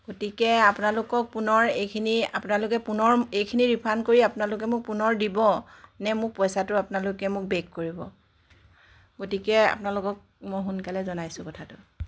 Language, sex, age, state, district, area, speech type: Assamese, female, 45-60, Assam, Charaideo, urban, spontaneous